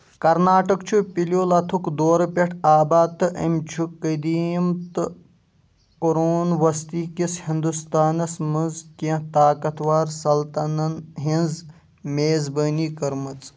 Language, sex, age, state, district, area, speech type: Kashmiri, male, 18-30, Jammu and Kashmir, Shopian, rural, read